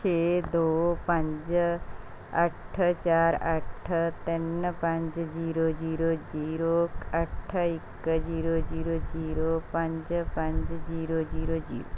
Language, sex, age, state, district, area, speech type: Punjabi, female, 45-60, Punjab, Mansa, rural, spontaneous